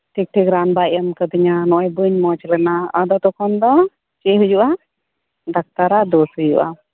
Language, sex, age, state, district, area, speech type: Santali, female, 30-45, West Bengal, Birbhum, rural, conversation